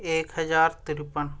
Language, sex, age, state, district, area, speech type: Urdu, male, 18-30, Uttar Pradesh, Siddharthnagar, rural, spontaneous